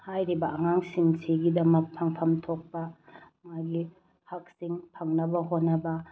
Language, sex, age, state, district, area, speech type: Manipuri, female, 30-45, Manipur, Bishnupur, rural, spontaneous